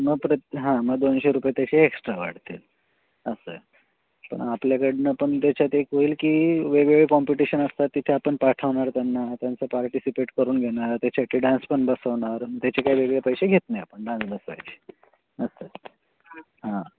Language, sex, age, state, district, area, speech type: Marathi, male, 30-45, Maharashtra, Ratnagiri, urban, conversation